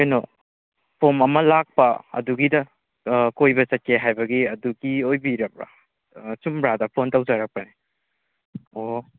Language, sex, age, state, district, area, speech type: Manipuri, male, 18-30, Manipur, Kakching, rural, conversation